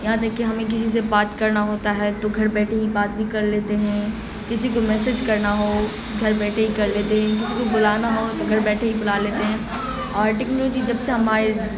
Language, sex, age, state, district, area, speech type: Urdu, female, 18-30, Bihar, Supaul, rural, spontaneous